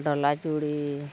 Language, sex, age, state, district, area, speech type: Santali, female, 60+, Odisha, Mayurbhanj, rural, spontaneous